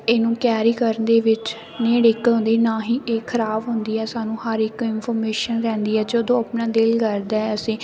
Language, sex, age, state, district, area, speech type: Punjabi, female, 18-30, Punjab, Sangrur, rural, spontaneous